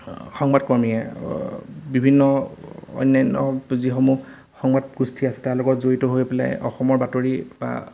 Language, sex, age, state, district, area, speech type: Assamese, male, 30-45, Assam, Majuli, urban, spontaneous